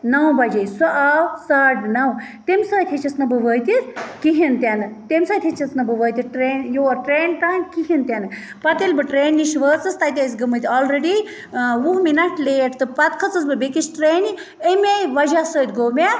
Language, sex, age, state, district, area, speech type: Kashmiri, female, 30-45, Jammu and Kashmir, Budgam, rural, spontaneous